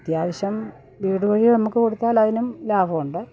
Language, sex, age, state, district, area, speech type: Malayalam, female, 60+, Kerala, Pathanamthitta, rural, spontaneous